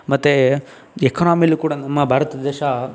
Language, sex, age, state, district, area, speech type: Kannada, male, 18-30, Karnataka, Tumkur, rural, spontaneous